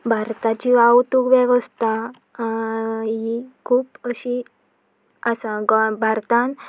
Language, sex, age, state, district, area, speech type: Goan Konkani, female, 18-30, Goa, Pernem, rural, spontaneous